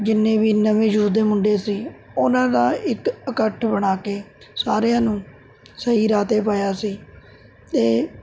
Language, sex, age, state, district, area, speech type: Punjabi, male, 18-30, Punjab, Mohali, rural, spontaneous